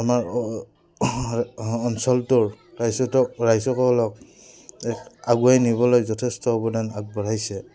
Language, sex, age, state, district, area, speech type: Assamese, male, 30-45, Assam, Udalguri, rural, spontaneous